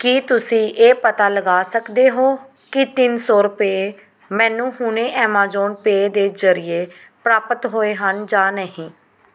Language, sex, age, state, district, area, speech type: Punjabi, female, 30-45, Punjab, Pathankot, rural, read